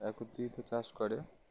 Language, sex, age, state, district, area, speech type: Bengali, male, 18-30, West Bengal, Uttar Dinajpur, urban, spontaneous